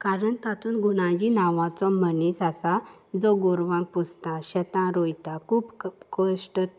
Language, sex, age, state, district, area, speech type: Goan Konkani, female, 18-30, Goa, Salcete, urban, spontaneous